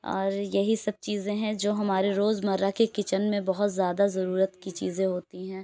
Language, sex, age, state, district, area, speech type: Urdu, female, 18-30, Uttar Pradesh, Lucknow, urban, spontaneous